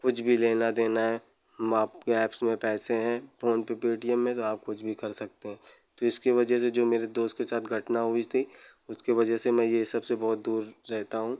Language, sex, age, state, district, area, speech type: Hindi, male, 18-30, Uttar Pradesh, Pratapgarh, rural, spontaneous